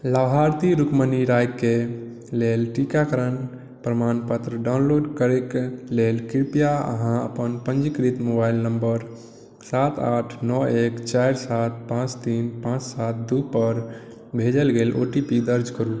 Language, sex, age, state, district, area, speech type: Maithili, male, 18-30, Bihar, Madhubani, rural, read